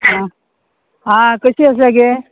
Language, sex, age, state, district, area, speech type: Goan Konkani, female, 45-60, Goa, Murmgao, rural, conversation